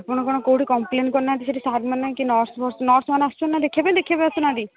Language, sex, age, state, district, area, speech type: Odia, female, 45-60, Odisha, Angul, rural, conversation